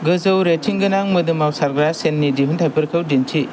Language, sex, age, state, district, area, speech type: Bodo, male, 18-30, Assam, Kokrajhar, urban, read